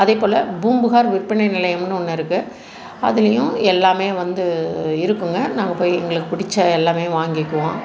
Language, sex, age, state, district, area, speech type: Tamil, female, 45-60, Tamil Nadu, Salem, urban, spontaneous